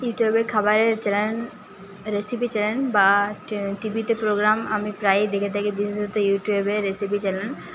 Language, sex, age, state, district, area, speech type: Bengali, female, 18-30, West Bengal, Paschim Bardhaman, rural, spontaneous